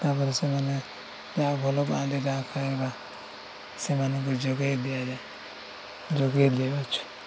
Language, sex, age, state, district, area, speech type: Odia, male, 45-60, Odisha, Koraput, urban, spontaneous